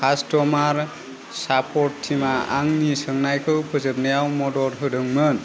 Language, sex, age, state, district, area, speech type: Bodo, male, 30-45, Assam, Kokrajhar, rural, read